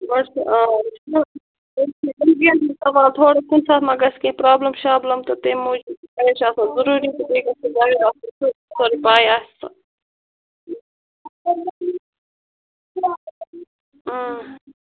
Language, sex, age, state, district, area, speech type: Kashmiri, female, 30-45, Jammu and Kashmir, Bandipora, rural, conversation